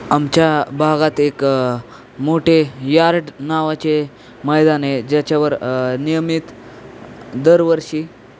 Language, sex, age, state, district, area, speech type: Marathi, male, 18-30, Maharashtra, Osmanabad, rural, spontaneous